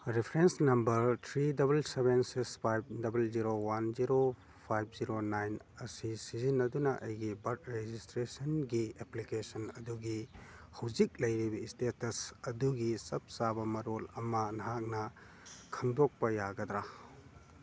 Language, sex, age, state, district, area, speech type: Manipuri, male, 45-60, Manipur, Churachandpur, urban, read